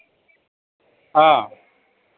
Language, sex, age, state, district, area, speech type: Assamese, male, 45-60, Assam, Tinsukia, rural, conversation